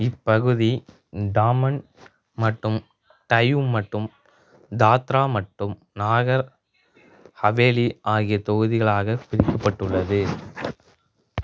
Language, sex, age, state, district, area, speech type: Tamil, male, 30-45, Tamil Nadu, Tiruchirappalli, rural, read